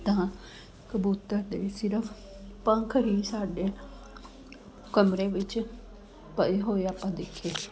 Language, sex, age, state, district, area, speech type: Punjabi, female, 30-45, Punjab, Jalandhar, urban, spontaneous